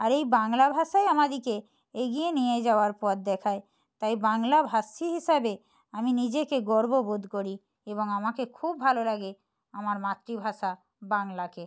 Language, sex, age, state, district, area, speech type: Bengali, female, 45-60, West Bengal, Nadia, rural, spontaneous